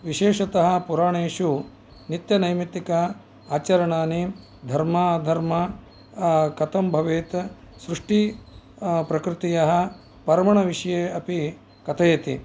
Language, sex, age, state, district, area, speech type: Sanskrit, male, 60+, Karnataka, Bellary, urban, spontaneous